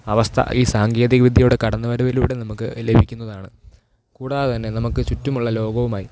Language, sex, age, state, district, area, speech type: Malayalam, male, 18-30, Kerala, Thiruvananthapuram, rural, spontaneous